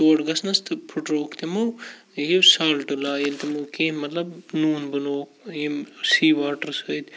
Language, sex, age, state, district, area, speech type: Kashmiri, male, 18-30, Jammu and Kashmir, Kupwara, rural, spontaneous